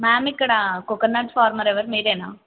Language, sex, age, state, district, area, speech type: Telugu, female, 18-30, Telangana, Yadadri Bhuvanagiri, urban, conversation